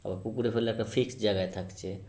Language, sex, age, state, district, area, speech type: Bengali, male, 30-45, West Bengal, Howrah, urban, spontaneous